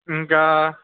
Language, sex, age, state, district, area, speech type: Telugu, male, 18-30, Andhra Pradesh, Visakhapatnam, urban, conversation